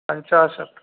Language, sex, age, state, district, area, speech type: Sanskrit, male, 60+, Telangana, Hyderabad, urban, conversation